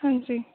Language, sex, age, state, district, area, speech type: Punjabi, female, 18-30, Punjab, Mohali, rural, conversation